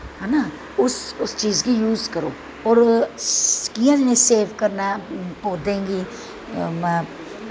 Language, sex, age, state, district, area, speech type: Dogri, female, 45-60, Jammu and Kashmir, Udhampur, urban, spontaneous